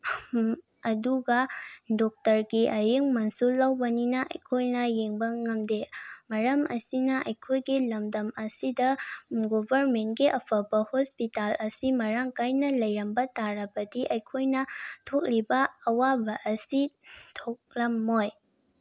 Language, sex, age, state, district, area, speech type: Manipuri, female, 18-30, Manipur, Bishnupur, rural, spontaneous